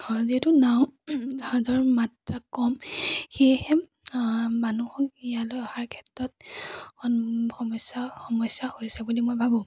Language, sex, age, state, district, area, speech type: Assamese, female, 18-30, Assam, Majuli, urban, spontaneous